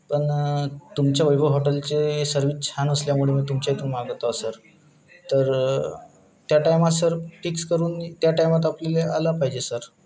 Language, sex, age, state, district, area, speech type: Marathi, male, 30-45, Maharashtra, Gadchiroli, rural, spontaneous